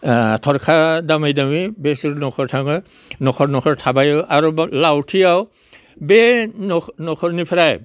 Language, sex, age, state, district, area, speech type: Bodo, male, 60+, Assam, Udalguri, rural, spontaneous